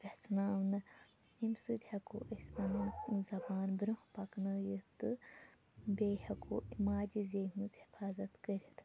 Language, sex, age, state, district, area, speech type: Kashmiri, female, 30-45, Jammu and Kashmir, Shopian, urban, spontaneous